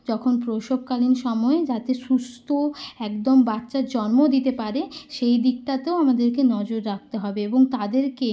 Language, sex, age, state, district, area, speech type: Bengali, female, 18-30, West Bengal, Bankura, urban, spontaneous